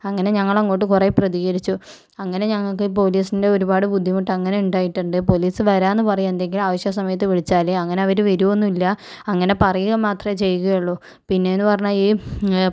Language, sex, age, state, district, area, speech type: Malayalam, female, 45-60, Kerala, Kozhikode, urban, spontaneous